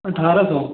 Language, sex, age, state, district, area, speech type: Hindi, male, 30-45, Uttar Pradesh, Prayagraj, urban, conversation